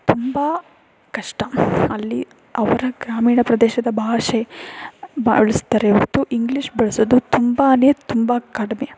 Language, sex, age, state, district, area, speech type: Kannada, female, 18-30, Karnataka, Tumkur, rural, spontaneous